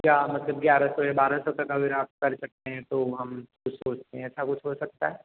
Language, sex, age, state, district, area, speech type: Hindi, male, 18-30, Rajasthan, Jodhpur, urban, conversation